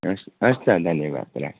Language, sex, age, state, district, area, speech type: Nepali, male, 30-45, West Bengal, Kalimpong, rural, conversation